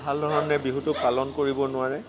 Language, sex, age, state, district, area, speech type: Assamese, male, 60+, Assam, Tinsukia, rural, spontaneous